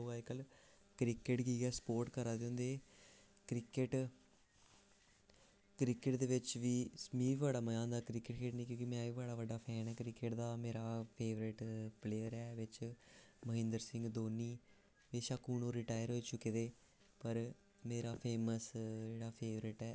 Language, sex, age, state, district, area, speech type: Dogri, male, 18-30, Jammu and Kashmir, Samba, urban, spontaneous